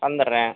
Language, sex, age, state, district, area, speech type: Tamil, male, 60+, Tamil Nadu, Pudukkottai, rural, conversation